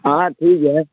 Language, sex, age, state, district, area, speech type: Urdu, male, 18-30, Bihar, Supaul, rural, conversation